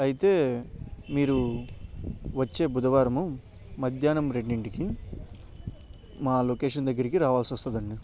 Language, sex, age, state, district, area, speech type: Telugu, male, 18-30, Andhra Pradesh, Bapatla, urban, spontaneous